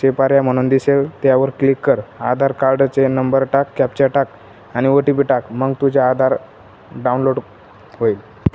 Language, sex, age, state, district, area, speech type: Marathi, male, 18-30, Maharashtra, Jalna, urban, spontaneous